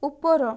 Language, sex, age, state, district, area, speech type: Odia, female, 18-30, Odisha, Balasore, rural, read